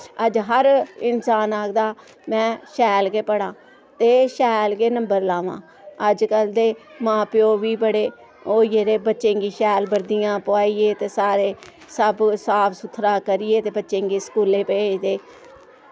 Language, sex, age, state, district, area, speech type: Dogri, female, 45-60, Jammu and Kashmir, Samba, rural, spontaneous